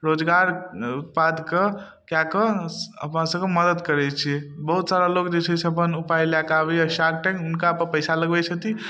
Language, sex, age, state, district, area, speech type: Maithili, male, 18-30, Bihar, Darbhanga, rural, spontaneous